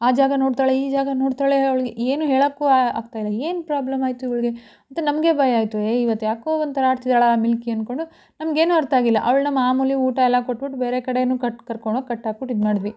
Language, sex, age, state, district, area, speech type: Kannada, female, 30-45, Karnataka, Mandya, rural, spontaneous